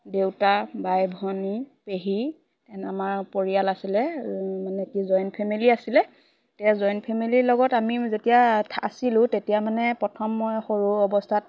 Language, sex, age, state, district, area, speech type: Assamese, female, 18-30, Assam, Lakhimpur, rural, spontaneous